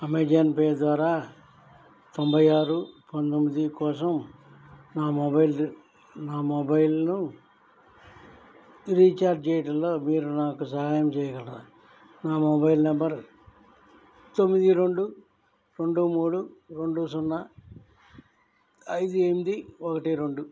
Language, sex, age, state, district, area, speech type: Telugu, male, 60+, Andhra Pradesh, N T Rama Rao, urban, read